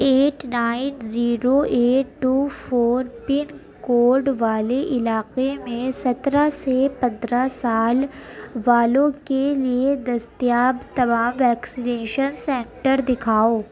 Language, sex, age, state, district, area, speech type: Urdu, female, 18-30, Uttar Pradesh, Gautam Buddha Nagar, urban, read